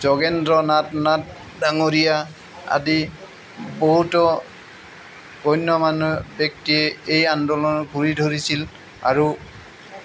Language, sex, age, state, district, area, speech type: Assamese, male, 60+, Assam, Goalpara, urban, spontaneous